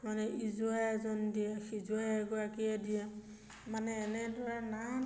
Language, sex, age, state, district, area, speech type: Assamese, female, 30-45, Assam, Majuli, urban, spontaneous